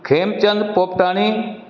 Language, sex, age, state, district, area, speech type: Sindhi, male, 60+, Madhya Pradesh, Katni, urban, spontaneous